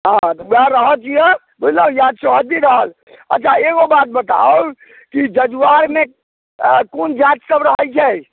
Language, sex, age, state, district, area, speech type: Maithili, male, 60+, Bihar, Muzaffarpur, rural, conversation